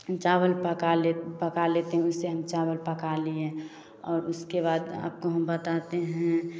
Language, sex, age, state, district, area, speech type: Hindi, female, 18-30, Bihar, Samastipur, rural, spontaneous